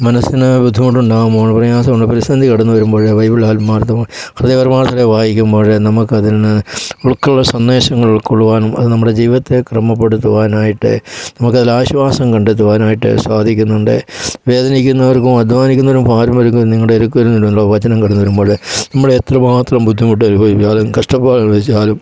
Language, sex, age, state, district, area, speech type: Malayalam, male, 60+, Kerala, Pathanamthitta, rural, spontaneous